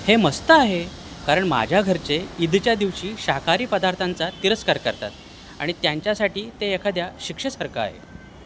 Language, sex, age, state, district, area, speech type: Marathi, male, 45-60, Maharashtra, Thane, rural, read